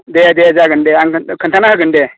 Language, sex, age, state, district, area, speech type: Bodo, male, 45-60, Assam, Udalguri, rural, conversation